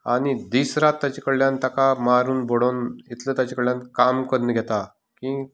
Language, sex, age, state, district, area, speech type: Goan Konkani, male, 45-60, Goa, Canacona, rural, spontaneous